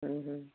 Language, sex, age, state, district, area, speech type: Odia, female, 60+, Odisha, Gajapati, rural, conversation